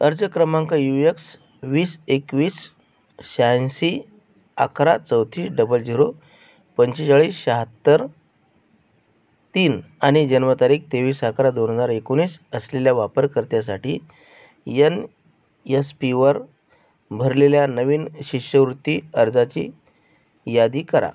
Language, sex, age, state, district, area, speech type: Marathi, male, 30-45, Maharashtra, Akola, rural, read